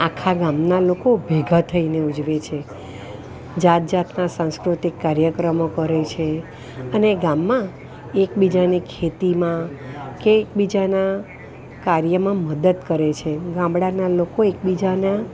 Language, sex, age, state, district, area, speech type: Gujarati, female, 60+, Gujarat, Valsad, urban, spontaneous